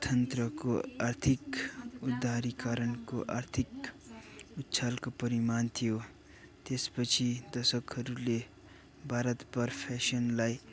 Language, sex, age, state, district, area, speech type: Nepali, male, 18-30, West Bengal, Darjeeling, rural, spontaneous